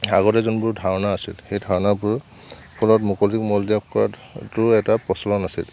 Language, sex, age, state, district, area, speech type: Assamese, male, 18-30, Assam, Lakhimpur, rural, spontaneous